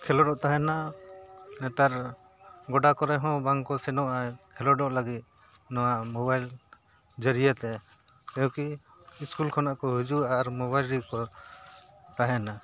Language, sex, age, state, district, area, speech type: Santali, male, 45-60, Jharkhand, Bokaro, rural, spontaneous